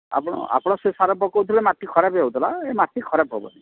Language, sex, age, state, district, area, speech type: Odia, male, 60+, Odisha, Kandhamal, rural, conversation